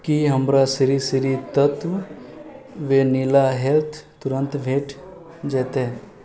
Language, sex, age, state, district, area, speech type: Maithili, male, 18-30, Bihar, Sitamarhi, rural, read